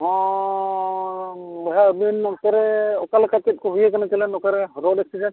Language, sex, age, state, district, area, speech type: Santali, male, 45-60, Odisha, Mayurbhanj, rural, conversation